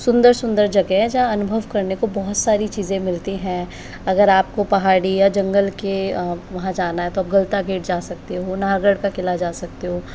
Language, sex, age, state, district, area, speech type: Hindi, female, 60+, Rajasthan, Jaipur, urban, spontaneous